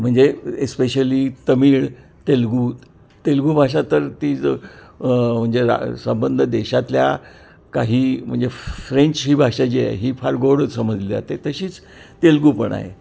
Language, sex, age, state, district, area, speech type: Marathi, male, 60+, Maharashtra, Kolhapur, urban, spontaneous